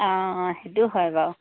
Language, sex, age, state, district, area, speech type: Assamese, female, 30-45, Assam, Charaideo, rural, conversation